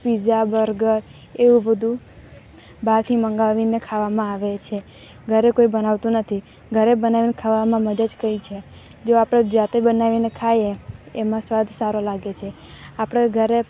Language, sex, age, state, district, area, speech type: Gujarati, female, 18-30, Gujarat, Narmada, urban, spontaneous